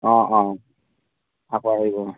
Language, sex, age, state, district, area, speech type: Assamese, male, 30-45, Assam, Dibrugarh, rural, conversation